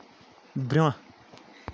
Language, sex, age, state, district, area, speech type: Kashmiri, male, 18-30, Jammu and Kashmir, Kulgam, rural, read